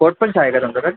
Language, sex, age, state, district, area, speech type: Marathi, male, 18-30, Maharashtra, Thane, urban, conversation